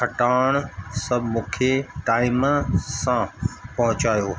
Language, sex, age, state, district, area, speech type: Sindhi, male, 45-60, Madhya Pradesh, Katni, urban, spontaneous